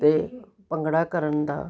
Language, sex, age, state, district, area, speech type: Punjabi, female, 60+, Punjab, Jalandhar, urban, spontaneous